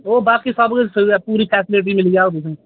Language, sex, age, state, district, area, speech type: Dogri, male, 30-45, Jammu and Kashmir, Udhampur, urban, conversation